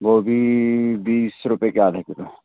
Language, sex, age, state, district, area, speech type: Hindi, male, 30-45, Madhya Pradesh, Seoni, urban, conversation